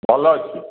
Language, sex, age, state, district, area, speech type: Odia, male, 60+, Odisha, Dhenkanal, rural, conversation